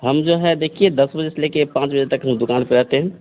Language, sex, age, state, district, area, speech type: Hindi, male, 30-45, Bihar, Madhepura, rural, conversation